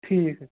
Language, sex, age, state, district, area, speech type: Kashmiri, male, 30-45, Jammu and Kashmir, Srinagar, urban, conversation